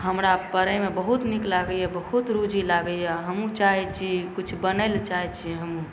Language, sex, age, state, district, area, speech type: Maithili, male, 18-30, Bihar, Saharsa, rural, spontaneous